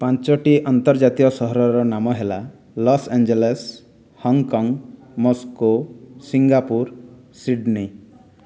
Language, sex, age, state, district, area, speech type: Odia, male, 18-30, Odisha, Boudh, rural, spontaneous